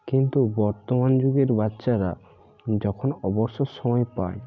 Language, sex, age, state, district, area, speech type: Bengali, male, 45-60, West Bengal, Bankura, urban, spontaneous